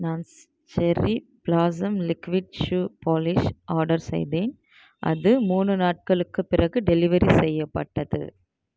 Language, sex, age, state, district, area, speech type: Tamil, female, 30-45, Tamil Nadu, Tiruvarur, rural, read